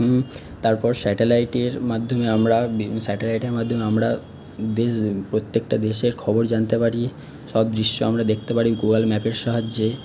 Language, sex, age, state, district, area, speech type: Bengali, male, 30-45, West Bengal, Paschim Bardhaman, urban, spontaneous